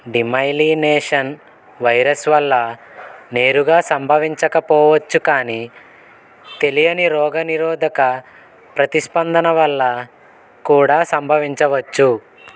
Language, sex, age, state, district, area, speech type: Telugu, male, 18-30, Andhra Pradesh, Konaseema, rural, read